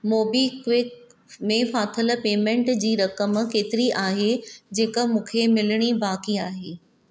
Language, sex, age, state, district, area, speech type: Sindhi, female, 45-60, Maharashtra, Thane, urban, read